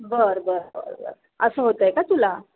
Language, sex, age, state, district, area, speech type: Marathi, female, 30-45, Maharashtra, Satara, urban, conversation